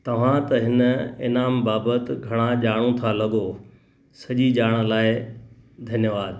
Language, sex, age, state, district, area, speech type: Sindhi, male, 60+, Gujarat, Kutch, urban, read